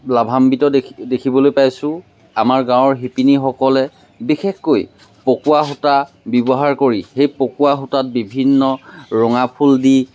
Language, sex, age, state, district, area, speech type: Assamese, male, 30-45, Assam, Majuli, urban, spontaneous